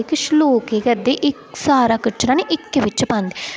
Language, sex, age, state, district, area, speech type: Dogri, female, 18-30, Jammu and Kashmir, Udhampur, rural, spontaneous